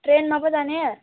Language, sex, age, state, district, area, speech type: Nepali, female, 18-30, West Bengal, Alipurduar, urban, conversation